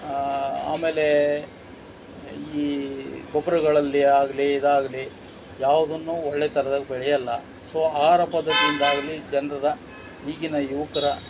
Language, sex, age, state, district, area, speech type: Kannada, male, 60+, Karnataka, Shimoga, rural, spontaneous